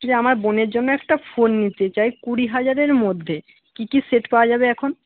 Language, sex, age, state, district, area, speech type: Bengali, male, 18-30, West Bengal, Jhargram, rural, conversation